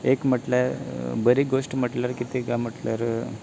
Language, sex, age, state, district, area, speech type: Goan Konkani, male, 18-30, Goa, Canacona, rural, spontaneous